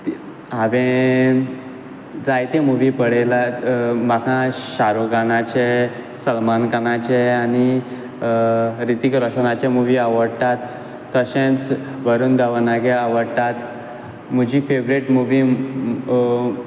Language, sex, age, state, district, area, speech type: Goan Konkani, male, 18-30, Goa, Quepem, rural, spontaneous